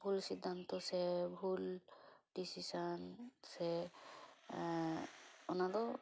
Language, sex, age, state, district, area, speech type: Santali, female, 18-30, West Bengal, Purba Bardhaman, rural, spontaneous